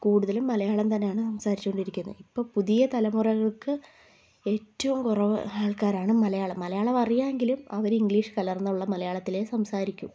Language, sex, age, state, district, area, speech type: Malayalam, female, 18-30, Kerala, Idukki, rural, spontaneous